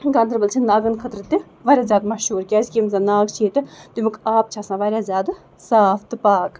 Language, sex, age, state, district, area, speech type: Kashmiri, female, 45-60, Jammu and Kashmir, Ganderbal, rural, spontaneous